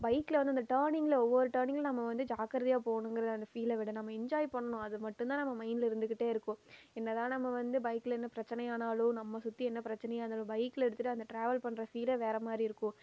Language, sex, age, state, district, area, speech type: Tamil, female, 18-30, Tamil Nadu, Erode, rural, spontaneous